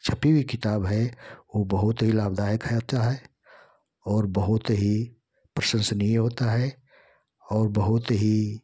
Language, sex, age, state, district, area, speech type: Hindi, male, 60+, Uttar Pradesh, Ghazipur, rural, spontaneous